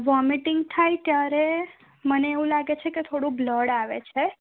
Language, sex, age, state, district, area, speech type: Gujarati, female, 18-30, Gujarat, Kheda, rural, conversation